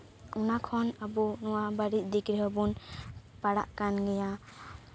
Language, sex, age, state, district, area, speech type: Santali, female, 18-30, West Bengal, Purba Bardhaman, rural, spontaneous